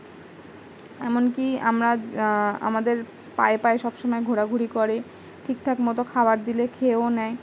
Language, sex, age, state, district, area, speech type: Bengali, female, 18-30, West Bengal, Howrah, urban, spontaneous